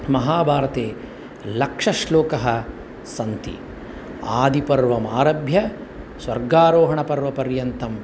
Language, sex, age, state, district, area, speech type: Sanskrit, male, 45-60, Tamil Nadu, Coimbatore, urban, spontaneous